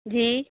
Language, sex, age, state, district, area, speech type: Urdu, female, 30-45, Uttar Pradesh, Shahjahanpur, urban, conversation